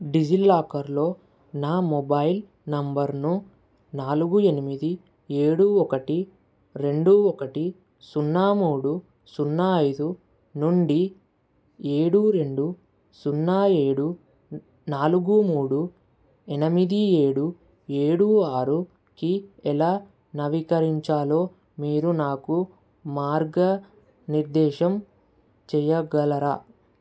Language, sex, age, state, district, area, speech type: Telugu, male, 18-30, Telangana, Medak, rural, read